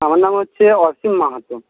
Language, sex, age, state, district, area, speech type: Bengali, male, 60+, West Bengal, Jhargram, rural, conversation